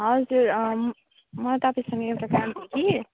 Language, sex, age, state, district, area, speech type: Nepali, female, 30-45, West Bengal, Alipurduar, rural, conversation